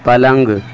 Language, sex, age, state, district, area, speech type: Urdu, male, 30-45, Delhi, Central Delhi, urban, read